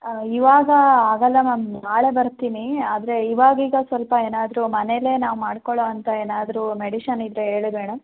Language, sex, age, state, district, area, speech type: Kannada, female, 18-30, Karnataka, Hassan, rural, conversation